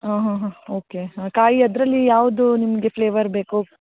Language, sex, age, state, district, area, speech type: Kannada, female, 60+, Karnataka, Bangalore Urban, urban, conversation